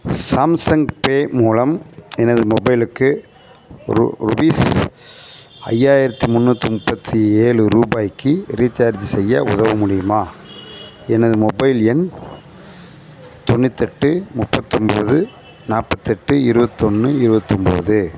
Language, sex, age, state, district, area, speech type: Tamil, male, 45-60, Tamil Nadu, Theni, rural, read